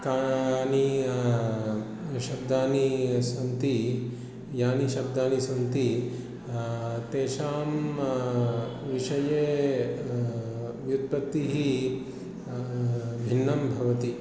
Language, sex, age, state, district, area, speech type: Sanskrit, male, 45-60, Kerala, Palakkad, urban, spontaneous